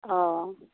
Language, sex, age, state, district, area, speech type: Assamese, female, 30-45, Assam, Darrang, rural, conversation